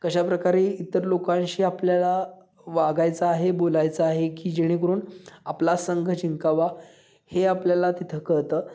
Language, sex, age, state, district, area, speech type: Marathi, male, 18-30, Maharashtra, Sangli, urban, spontaneous